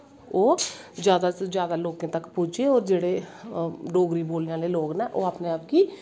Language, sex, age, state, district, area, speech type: Dogri, female, 30-45, Jammu and Kashmir, Kathua, rural, spontaneous